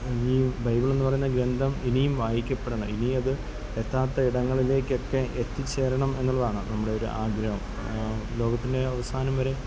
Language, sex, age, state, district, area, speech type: Malayalam, male, 30-45, Kerala, Kollam, rural, spontaneous